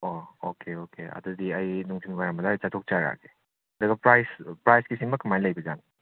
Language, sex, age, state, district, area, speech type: Manipuri, male, 30-45, Manipur, Imphal West, urban, conversation